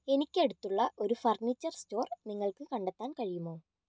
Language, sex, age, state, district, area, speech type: Malayalam, female, 18-30, Kerala, Kozhikode, urban, read